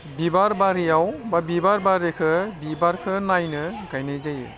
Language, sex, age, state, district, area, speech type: Bodo, male, 45-60, Assam, Udalguri, urban, spontaneous